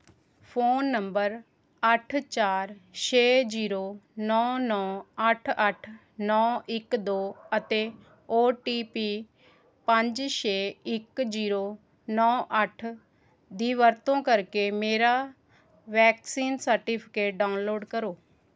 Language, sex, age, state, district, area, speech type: Punjabi, female, 30-45, Punjab, Rupnagar, rural, read